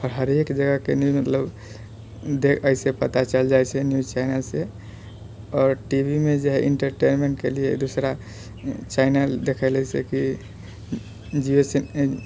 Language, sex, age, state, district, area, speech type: Maithili, male, 45-60, Bihar, Purnia, rural, spontaneous